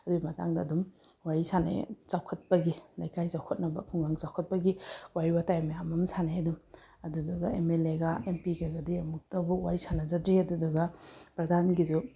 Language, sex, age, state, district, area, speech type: Manipuri, female, 30-45, Manipur, Bishnupur, rural, spontaneous